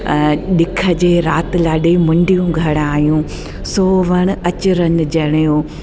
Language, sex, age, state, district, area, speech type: Sindhi, female, 45-60, Delhi, South Delhi, urban, spontaneous